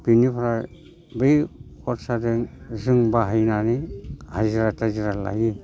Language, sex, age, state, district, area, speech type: Bodo, male, 60+, Assam, Udalguri, rural, spontaneous